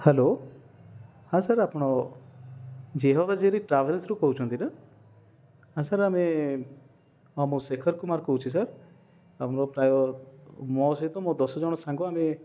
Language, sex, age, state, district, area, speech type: Odia, male, 30-45, Odisha, Rayagada, rural, spontaneous